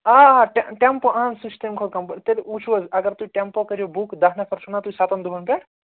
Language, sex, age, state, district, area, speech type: Kashmiri, male, 30-45, Jammu and Kashmir, Srinagar, urban, conversation